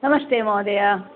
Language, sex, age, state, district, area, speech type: Sanskrit, female, 60+, Kerala, Palakkad, urban, conversation